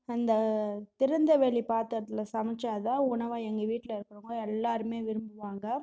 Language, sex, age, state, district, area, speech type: Tamil, female, 30-45, Tamil Nadu, Cuddalore, rural, spontaneous